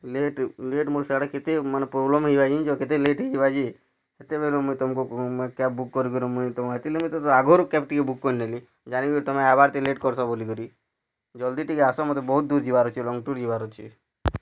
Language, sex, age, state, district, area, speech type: Odia, male, 30-45, Odisha, Bargarh, rural, spontaneous